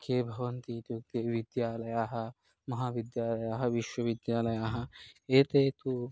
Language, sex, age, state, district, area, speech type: Sanskrit, male, 18-30, Odisha, Kandhamal, urban, spontaneous